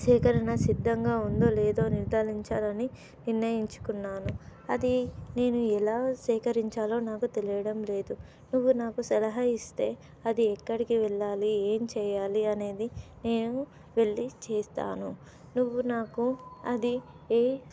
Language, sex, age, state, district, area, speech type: Telugu, female, 18-30, Telangana, Nizamabad, urban, spontaneous